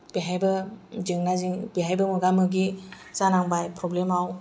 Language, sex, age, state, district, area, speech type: Bodo, female, 45-60, Assam, Kokrajhar, rural, spontaneous